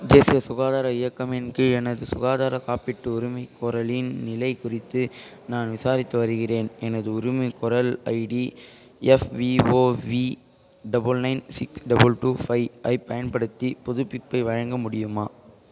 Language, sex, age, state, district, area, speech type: Tamil, male, 18-30, Tamil Nadu, Ranipet, rural, read